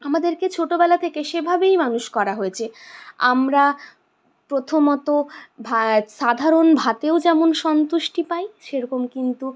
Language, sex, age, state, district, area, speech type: Bengali, female, 60+, West Bengal, Purulia, urban, spontaneous